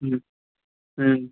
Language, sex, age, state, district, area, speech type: Hindi, male, 18-30, Uttar Pradesh, Jaunpur, rural, conversation